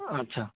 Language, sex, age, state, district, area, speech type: Bengali, male, 18-30, West Bengal, Kolkata, urban, conversation